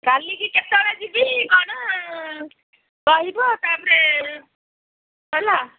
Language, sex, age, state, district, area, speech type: Odia, female, 60+, Odisha, Gajapati, rural, conversation